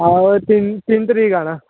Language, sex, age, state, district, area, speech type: Dogri, male, 30-45, Jammu and Kashmir, Udhampur, rural, conversation